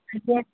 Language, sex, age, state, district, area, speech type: Odia, female, 60+, Odisha, Jharsuguda, rural, conversation